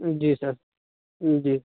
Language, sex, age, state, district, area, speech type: Urdu, male, 18-30, Uttar Pradesh, Saharanpur, urban, conversation